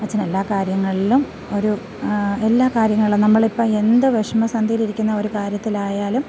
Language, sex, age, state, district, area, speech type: Malayalam, female, 30-45, Kerala, Thiruvananthapuram, rural, spontaneous